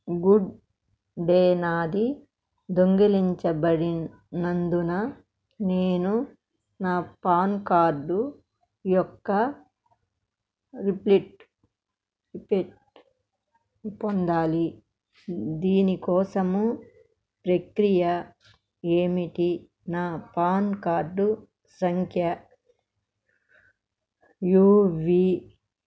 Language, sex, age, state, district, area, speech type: Telugu, female, 60+, Andhra Pradesh, Krishna, urban, read